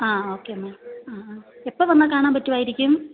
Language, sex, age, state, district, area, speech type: Malayalam, female, 30-45, Kerala, Thiruvananthapuram, rural, conversation